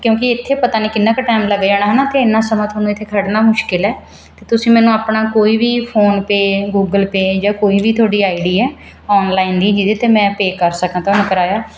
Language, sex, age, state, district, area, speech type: Punjabi, female, 30-45, Punjab, Mansa, urban, spontaneous